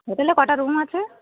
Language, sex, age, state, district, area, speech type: Bengali, female, 30-45, West Bengal, Darjeeling, urban, conversation